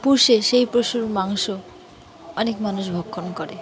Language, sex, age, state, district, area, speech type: Bengali, female, 30-45, West Bengal, Dakshin Dinajpur, urban, spontaneous